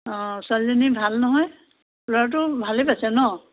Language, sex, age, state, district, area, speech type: Assamese, female, 60+, Assam, Biswanath, rural, conversation